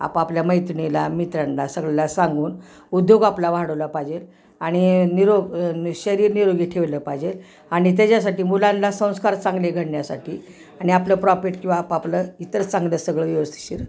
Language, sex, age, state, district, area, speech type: Marathi, female, 60+, Maharashtra, Osmanabad, rural, spontaneous